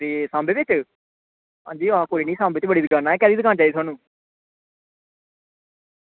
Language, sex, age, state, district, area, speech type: Dogri, male, 18-30, Jammu and Kashmir, Samba, rural, conversation